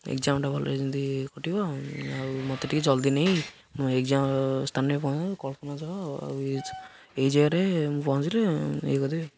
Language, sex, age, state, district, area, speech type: Odia, male, 18-30, Odisha, Jagatsinghpur, rural, spontaneous